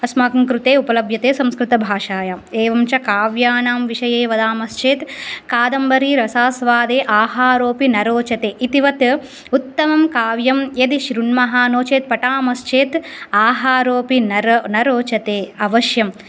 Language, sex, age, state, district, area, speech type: Sanskrit, female, 30-45, Andhra Pradesh, Visakhapatnam, urban, spontaneous